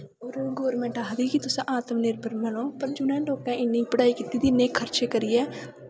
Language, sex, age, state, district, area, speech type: Dogri, female, 18-30, Jammu and Kashmir, Kathua, rural, spontaneous